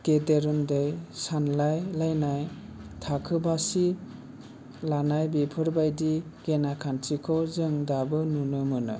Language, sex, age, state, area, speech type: Bodo, male, 18-30, Assam, urban, spontaneous